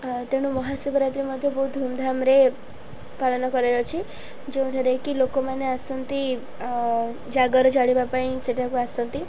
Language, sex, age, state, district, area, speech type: Odia, female, 18-30, Odisha, Ganjam, urban, spontaneous